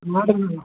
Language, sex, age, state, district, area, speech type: Tamil, female, 60+, Tamil Nadu, Vellore, rural, conversation